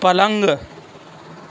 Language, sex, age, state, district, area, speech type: Urdu, male, 30-45, Uttar Pradesh, Gautam Buddha Nagar, urban, read